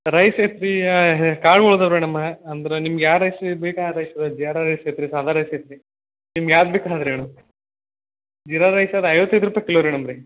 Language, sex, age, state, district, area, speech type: Kannada, male, 18-30, Karnataka, Belgaum, rural, conversation